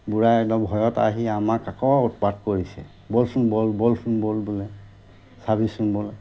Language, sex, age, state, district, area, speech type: Assamese, male, 45-60, Assam, Golaghat, rural, spontaneous